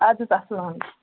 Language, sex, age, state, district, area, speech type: Kashmiri, female, 18-30, Jammu and Kashmir, Bandipora, rural, conversation